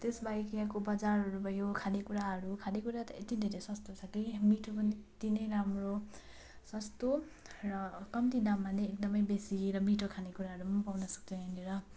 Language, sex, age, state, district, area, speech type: Nepali, female, 30-45, West Bengal, Darjeeling, rural, spontaneous